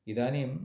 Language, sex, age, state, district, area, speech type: Sanskrit, male, 45-60, Andhra Pradesh, Kurnool, rural, spontaneous